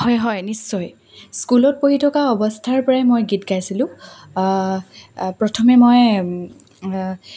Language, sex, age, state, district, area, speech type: Assamese, female, 18-30, Assam, Lakhimpur, rural, spontaneous